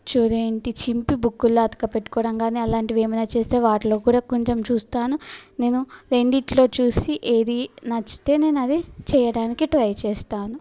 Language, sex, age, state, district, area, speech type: Telugu, female, 18-30, Telangana, Yadadri Bhuvanagiri, urban, spontaneous